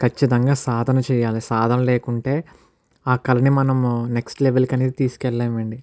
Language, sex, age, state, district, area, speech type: Telugu, male, 45-60, Andhra Pradesh, Kakinada, rural, spontaneous